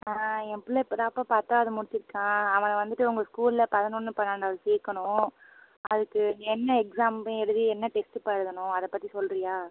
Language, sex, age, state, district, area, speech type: Tamil, female, 45-60, Tamil Nadu, Pudukkottai, rural, conversation